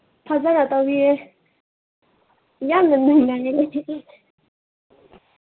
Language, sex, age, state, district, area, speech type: Manipuri, female, 18-30, Manipur, Senapati, rural, conversation